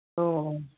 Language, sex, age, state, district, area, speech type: Manipuri, female, 45-60, Manipur, Kangpokpi, urban, conversation